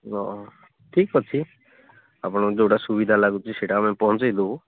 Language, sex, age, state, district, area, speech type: Odia, male, 30-45, Odisha, Malkangiri, urban, conversation